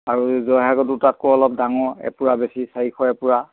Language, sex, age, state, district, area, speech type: Assamese, male, 45-60, Assam, Sivasagar, rural, conversation